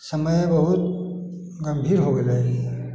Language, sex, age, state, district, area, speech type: Maithili, male, 45-60, Bihar, Sitamarhi, rural, spontaneous